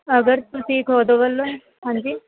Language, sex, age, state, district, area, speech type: Punjabi, female, 18-30, Punjab, Firozpur, rural, conversation